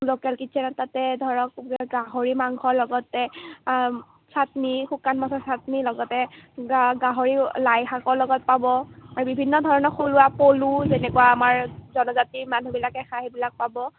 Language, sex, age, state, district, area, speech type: Assamese, female, 45-60, Assam, Kamrup Metropolitan, rural, conversation